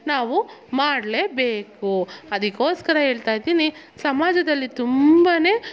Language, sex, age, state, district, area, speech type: Kannada, female, 30-45, Karnataka, Mandya, rural, spontaneous